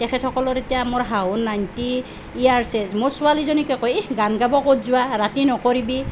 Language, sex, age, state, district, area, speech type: Assamese, female, 45-60, Assam, Nalbari, rural, spontaneous